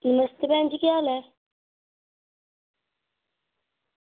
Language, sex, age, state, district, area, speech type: Dogri, female, 30-45, Jammu and Kashmir, Reasi, rural, conversation